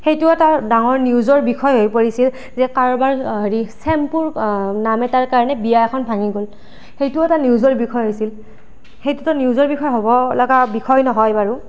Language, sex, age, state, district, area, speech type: Assamese, female, 18-30, Assam, Nalbari, rural, spontaneous